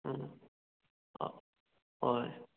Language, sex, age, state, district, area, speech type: Manipuri, male, 18-30, Manipur, Kakching, rural, conversation